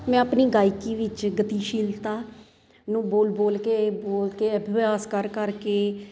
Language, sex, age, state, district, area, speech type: Punjabi, female, 30-45, Punjab, Ludhiana, urban, spontaneous